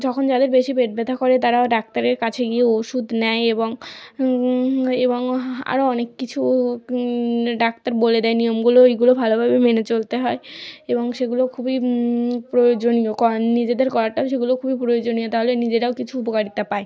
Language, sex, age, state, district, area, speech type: Bengali, female, 18-30, West Bengal, North 24 Parganas, rural, spontaneous